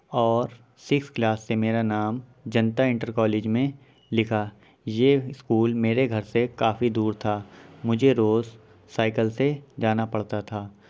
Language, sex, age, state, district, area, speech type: Urdu, male, 18-30, Uttar Pradesh, Shahjahanpur, rural, spontaneous